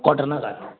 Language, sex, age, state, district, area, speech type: Bengali, male, 30-45, West Bengal, Darjeeling, rural, conversation